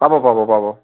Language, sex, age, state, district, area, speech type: Assamese, male, 18-30, Assam, Biswanath, rural, conversation